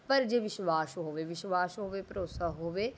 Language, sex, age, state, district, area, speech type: Punjabi, female, 30-45, Punjab, Rupnagar, rural, spontaneous